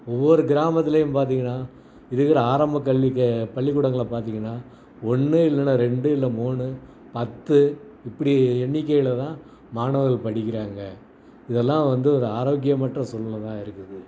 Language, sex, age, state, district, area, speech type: Tamil, male, 60+, Tamil Nadu, Salem, rural, spontaneous